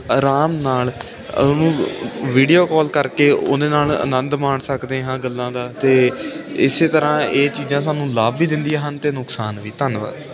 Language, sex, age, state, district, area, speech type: Punjabi, male, 18-30, Punjab, Ludhiana, urban, spontaneous